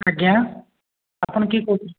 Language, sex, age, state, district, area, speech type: Odia, male, 45-60, Odisha, Puri, urban, conversation